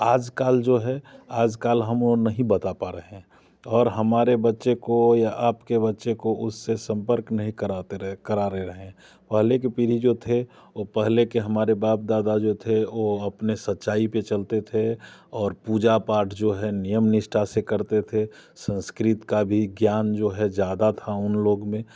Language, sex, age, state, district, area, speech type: Hindi, male, 45-60, Bihar, Muzaffarpur, rural, spontaneous